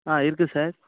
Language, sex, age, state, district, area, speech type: Tamil, male, 18-30, Tamil Nadu, Nagapattinam, rural, conversation